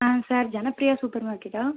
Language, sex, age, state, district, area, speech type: Tamil, female, 45-60, Tamil Nadu, Pudukkottai, urban, conversation